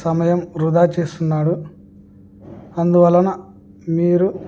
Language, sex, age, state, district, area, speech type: Telugu, male, 18-30, Andhra Pradesh, Kurnool, urban, spontaneous